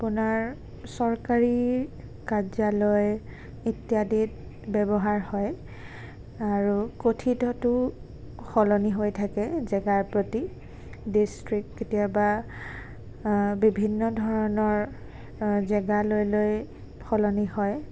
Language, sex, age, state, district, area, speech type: Assamese, female, 18-30, Assam, Nagaon, rural, spontaneous